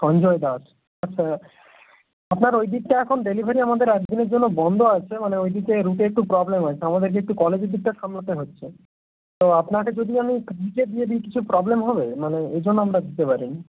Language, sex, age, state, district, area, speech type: Bengali, male, 30-45, West Bengal, Purba Medinipur, rural, conversation